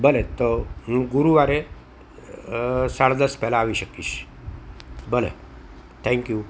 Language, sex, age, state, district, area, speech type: Gujarati, male, 60+, Gujarat, Anand, urban, spontaneous